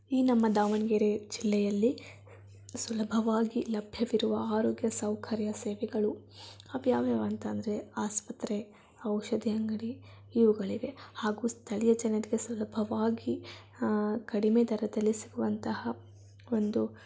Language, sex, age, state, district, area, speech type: Kannada, female, 18-30, Karnataka, Davanagere, rural, spontaneous